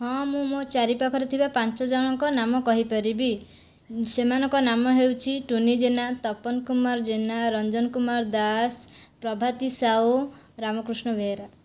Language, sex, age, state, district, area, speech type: Odia, female, 18-30, Odisha, Jajpur, rural, spontaneous